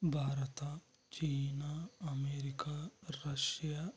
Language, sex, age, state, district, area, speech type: Kannada, male, 60+, Karnataka, Kolar, rural, spontaneous